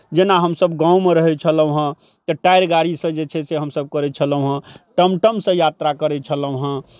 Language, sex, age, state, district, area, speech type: Maithili, male, 45-60, Bihar, Darbhanga, rural, spontaneous